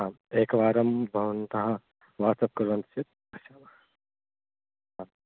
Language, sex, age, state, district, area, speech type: Sanskrit, male, 18-30, Andhra Pradesh, Guntur, urban, conversation